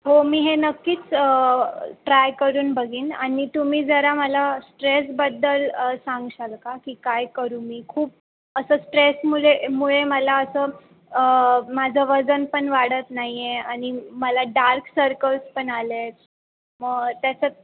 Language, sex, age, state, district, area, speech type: Marathi, female, 18-30, Maharashtra, Sindhudurg, rural, conversation